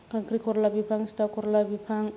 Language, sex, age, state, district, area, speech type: Bodo, female, 30-45, Assam, Kokrajhar, rural, spontaneous